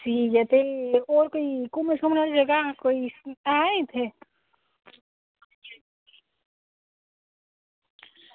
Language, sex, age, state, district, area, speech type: Dogri, female, 18-30, Jammu and Kashmir, Samba, rural, conversation